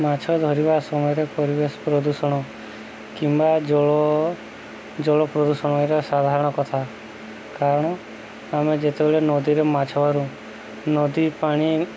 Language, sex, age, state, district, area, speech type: Odia, male, 30-45, Odisha, Subarnapur, urban, spontaneous